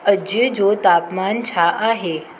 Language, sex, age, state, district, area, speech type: Sindhi, female, 30-45, Maharashtra, Mumbai Suburban, urban, read